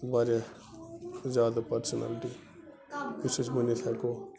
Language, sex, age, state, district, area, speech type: Kashmiri, male, 30-45, Jammu and Kashmir, Bandipora, rural, spontaneous